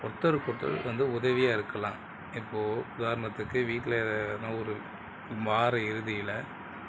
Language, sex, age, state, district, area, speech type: Tamil, male, 60+, Tamil Nadu, Mayiladuthurai, rural, spontaneous